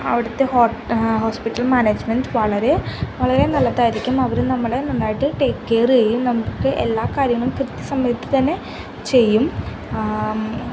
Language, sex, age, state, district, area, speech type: Malayalam, female, 18-30, Kerala, Ernakulam, rural, spontaneous